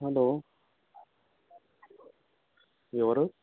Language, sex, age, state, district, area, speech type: Telugu, male, 18-30, Andhra Pradesh, Anantapur, urban, conversation